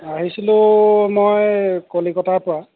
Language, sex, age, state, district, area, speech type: Assamese, male, 45-60, Assam, Golaghat, rural, conversation